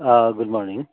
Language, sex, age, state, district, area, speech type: Nepali, male, 45-60, West Bengal, Kalimpong, rural, conversation